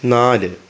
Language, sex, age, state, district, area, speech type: Malayalam, male, 18-30, Kerala, Thrissur, urban, read